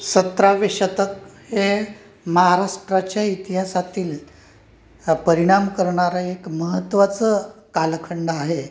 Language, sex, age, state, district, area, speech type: Marathi, male, 45-60, Maharashtra, Nanded, urban, spontaneous